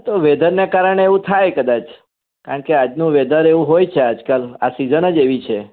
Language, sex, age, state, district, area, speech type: Gujarati, male, 60+, Gujarat, Surat, urban, conversation